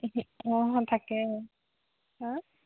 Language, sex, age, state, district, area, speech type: Assamese, female, 18-30, Assam, Jorhat, urban, conversation